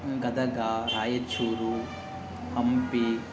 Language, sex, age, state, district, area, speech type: Kannada, male, 60+, Karnataka, Kolar, rural, spontaneous